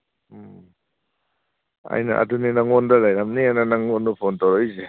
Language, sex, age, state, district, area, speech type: Manipuri, male, 45-60, Manipur, Kangpokpi, urban, conversation